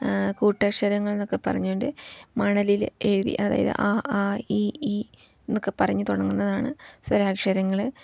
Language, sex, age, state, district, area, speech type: Malayalam, female, 18-30, Kerala, Palakkad, rural, spontaneous